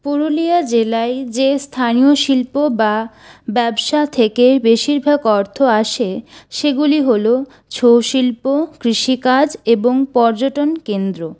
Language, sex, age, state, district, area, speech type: Bengali, female, 18-30, West Bengal, Purulia, urban, spontaneous